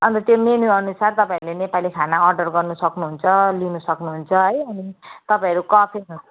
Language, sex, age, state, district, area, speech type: Nepali, female, 45-60, West Bengal, Kalimpong, rural, conversation